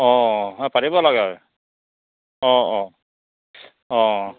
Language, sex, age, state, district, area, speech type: Assamese, male, 60+, Assam, Dhemaji, rural, conversation